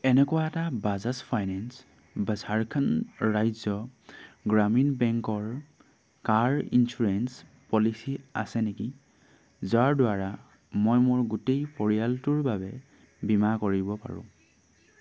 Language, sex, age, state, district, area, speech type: Assamese, male, 18-30, Assam, Dhemaji, rural, read